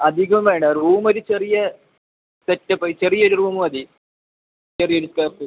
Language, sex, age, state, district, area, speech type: Malayalam, male, 18-30, Kerala, Kasaragod, rural, conversation